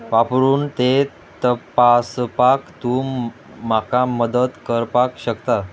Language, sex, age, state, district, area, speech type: Goan Konkani, male, 18-30, Goa, Murmgao, rural, read